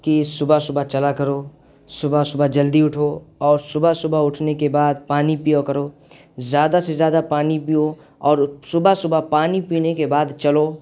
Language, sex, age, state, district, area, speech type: Urdu, male, 18-30, Uttar Pradesh, Siddharthnagar, rural, spontaneous